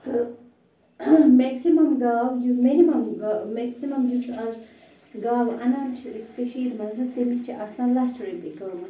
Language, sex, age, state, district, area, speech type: Kashmiri, female, 18-30, Jammu and Kashmir, Bandipora, rural, spontaneous